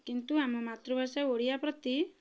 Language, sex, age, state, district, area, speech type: Odia, female, 30-45, Odisha, Kendrapara, urban, spontaneous